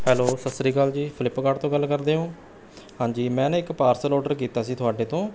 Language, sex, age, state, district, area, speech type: Punjabi, male, 18-30, Punjab, Rupnagar, urban, spontaneous